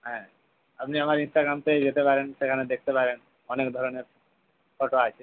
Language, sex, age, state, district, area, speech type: Bengali, male, 45-60, West Bengal, Purba Medinipur, rural, conversation